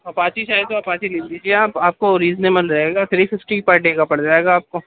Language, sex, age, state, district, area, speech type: Urdu, male, 30-45, Uttar Pradesh, Gautam Buddha Nagar, urban, conversation